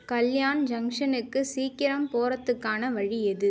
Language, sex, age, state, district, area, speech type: Tamil, female, 18-30, Tamil Nadu, Mayiladuthurai, rural, read